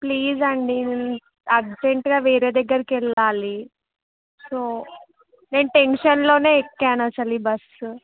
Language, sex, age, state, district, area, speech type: Telugu, female, 18-30, Telangana, Ranga Reddy, rural, conversation